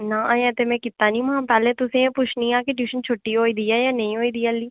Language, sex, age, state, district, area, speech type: Dogri, female, 30-45, Jammu and Kashmir, Udhampur, urban, conversation